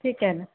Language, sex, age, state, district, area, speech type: Marathi, female, 30-45, Maharashtra, Nagpur, urban, conversation